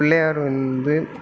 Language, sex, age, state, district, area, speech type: Tamil, male, 30-45, Tamil Nadu, Sivaganga, rural, spontaneous